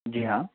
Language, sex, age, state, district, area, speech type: Hindi, male, 45-60, Madhya Pradesh, Bhopal, urban, conversation